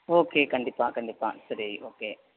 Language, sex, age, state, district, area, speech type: Tamil, female, 45-60, Tamil Nadu, Thanjavur, rural, conversation